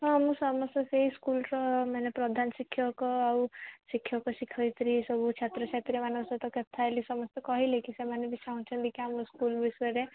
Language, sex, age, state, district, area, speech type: Odia, female, 18-30, Odisha, Sundergarh, urban, conversation